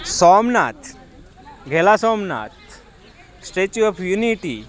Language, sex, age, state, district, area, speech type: Gujarati, male, 30-45, Gujarat, Rajkot, rural, spontaneous